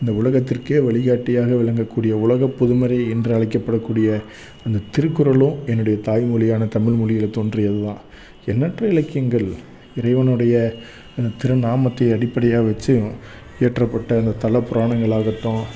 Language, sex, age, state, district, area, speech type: Tamil, male, 30-45, Tamil Nadu, Salem, urban, spontaneous